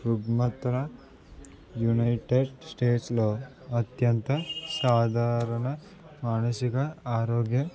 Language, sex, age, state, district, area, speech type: Telugu, male, 18-30, Andhra Pradesh, Anakapalli, rural, spontaneous